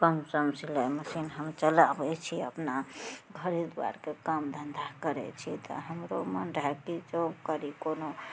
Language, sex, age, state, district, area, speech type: Maithili, female, 30-45, Bihar, Araria, rural, spontaneous